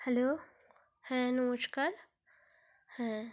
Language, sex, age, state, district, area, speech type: Bengali, female, 30-45, West Bengal, Dakshin Dinajpur, urban, spontaneous